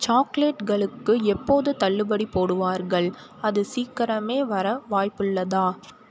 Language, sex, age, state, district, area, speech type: Tamil, female, 18-30, Tamil Nadu, Mayiladuthurai, rural, read